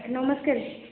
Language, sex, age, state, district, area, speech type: Odia, female, 18-30, Odisha, Puri, urban, conversation